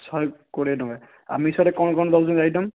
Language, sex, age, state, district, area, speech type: Odia, male, 18-30, Odisha, Nayagarh, rural, conversation